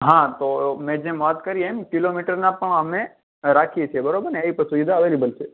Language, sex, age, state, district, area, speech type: Gujarati, male, 18-30, Gujarat, Kutch, urban, conversation